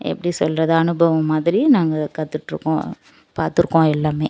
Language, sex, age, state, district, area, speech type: Tamil, female, 18-30, Tamil Nadu, Dharmapuri, rural, spontaneous